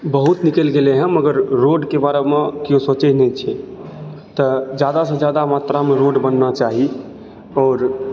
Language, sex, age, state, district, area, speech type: Maithili, male, 18-30, Bihar, Supaul, urban, spontaneous